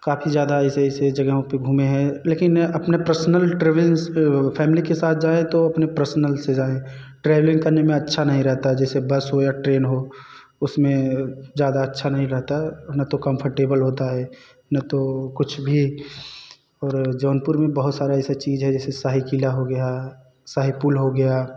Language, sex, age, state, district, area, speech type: Hindi, male, 18-30, Uttar Pradesh, Jaunpur, urban, spontaneous